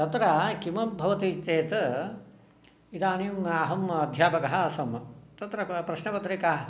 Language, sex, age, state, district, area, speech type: Sanskrit, male, 60+, Karnataka, Shimoga, urban, spontaneous